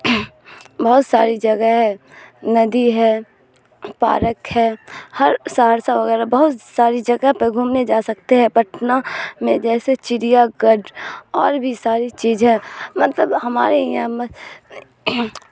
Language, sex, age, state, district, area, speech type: Urdu, female, 18-30, Bihar, Supaul, rural, spontaneous